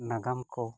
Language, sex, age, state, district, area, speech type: Santali, male, 45-60, Odisha, Mayurbhanj, rural, spontaneous